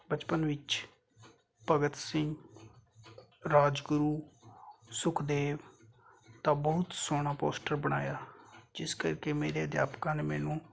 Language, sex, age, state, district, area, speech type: Punjabi, male, 30-45, Punjab, Fazilka, rural, spontaneous